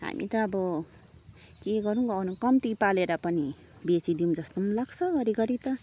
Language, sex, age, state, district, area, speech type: Nepali, female, 30-45, West Bengal, Kalimpong, rural, spontaneous